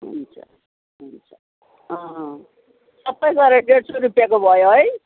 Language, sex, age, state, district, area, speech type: Nepali, female, 60+, West Bengal, Jalpaiguri, urban, conversation